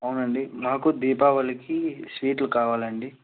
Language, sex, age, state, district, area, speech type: Telugu, male, 18-30, Andhra Pradesh, Anantapur, urban, conversation